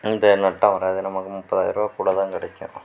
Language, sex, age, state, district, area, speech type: Tamil, male, 45-60, Tamil Nadu, Sivaganga, rural, spontaneous